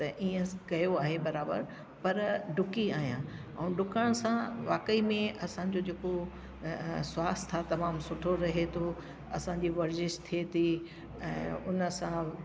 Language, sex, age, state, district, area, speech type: Sindhi, female, 60+, Delhi, South Delhi, urban, spontaneous